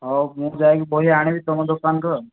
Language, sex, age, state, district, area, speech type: Odia, male, 30-45, Odisha, Kandhamal, rural, conversation